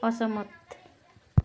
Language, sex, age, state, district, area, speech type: Nepali, female, 45-60, West Bengal, Kalimpong, rural, read